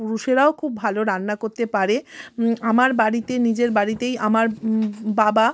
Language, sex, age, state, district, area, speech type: Bengali, female, 45-60, West Bengal, South 24 Parganas, rural, spontaneous